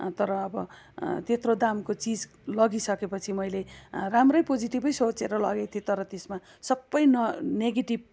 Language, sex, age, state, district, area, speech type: Nepali, female, 45-60, West Bengal, Kalimpong, rural, spontaneous